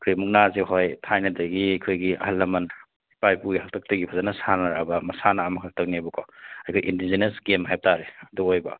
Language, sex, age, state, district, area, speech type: Manipuri, male, 18-30, Manipur, Churachandpur, rural, conversation